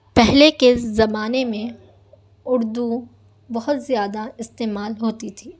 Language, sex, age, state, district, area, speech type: Urdu, female, 18-30, Telangana, Hyderabad, urban, spontaneous